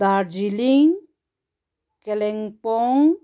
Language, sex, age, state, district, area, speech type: Nepali, female, 45-60, West Bengal, Darjeeling, rural, spontaneous